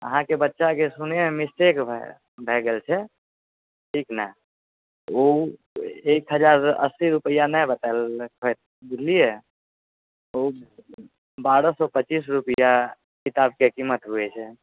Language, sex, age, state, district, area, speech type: Maithili, female, 30-45, Bihar, Purnia, rural, conversation